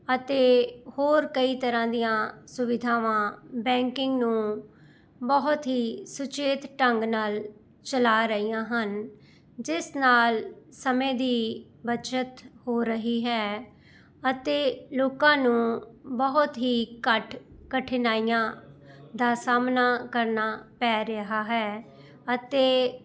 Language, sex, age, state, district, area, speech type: Punjabi, female, 45-60, Punjab, Jalandhar, urban, spontaneous